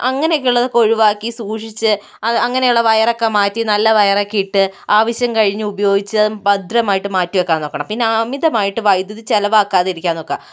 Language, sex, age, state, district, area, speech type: Malayalam, female, 60+, Kerala, Kozhikode, rural, spontaneous